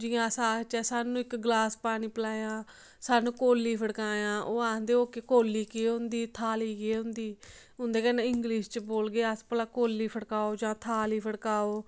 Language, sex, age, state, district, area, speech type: Dogri, female, 18-30, Jammu and Kashmir, Samba, rural, spontaneous